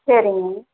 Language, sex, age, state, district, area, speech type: Tamil, female, 45-60, Tamil Nadu, Erode, rural, conversation